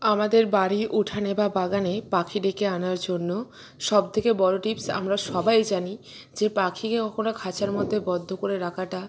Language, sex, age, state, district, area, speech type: Bengali, female, 60+, West Bengal, Purba Bardhaman, urban, spontaneous